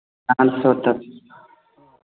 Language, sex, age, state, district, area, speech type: Hindi, male, 18-30, Bihar, Vaishali, rural, conversation